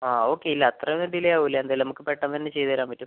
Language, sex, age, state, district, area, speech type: Malayalam, male, 18-30, Kerala, Kozhikode, urban, conversation